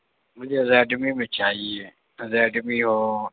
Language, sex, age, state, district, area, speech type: Urdu, male, 30-45, Uttar Pradesh, Gautam Buddha Nagar, urban, conversation